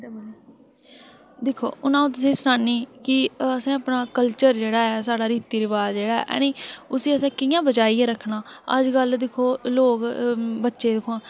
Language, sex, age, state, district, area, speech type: Dogri, female, 18-30, Jammu and Kashmir, Udhampur, rural, spontaneous